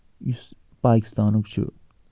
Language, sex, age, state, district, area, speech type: Kashmiri, male, 45-60, Jammu and Kashmir, Ganderbal, urban, spontaneous